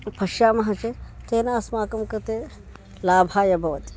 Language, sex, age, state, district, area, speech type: Sanskrit, male, 18-30, Karnataka, Uttara Kannada, rural, spontaneous